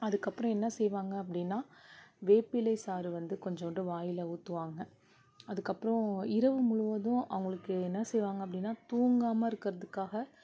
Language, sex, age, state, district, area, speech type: Tamil, female, 18-30, Tamil Nadu, Nagapattinam, rural, spontaneous